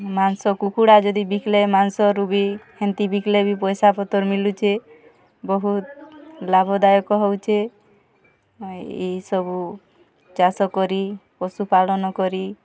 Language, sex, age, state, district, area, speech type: Odia, female, 45-60, Odisha, Kalahandi, rural, spontaneous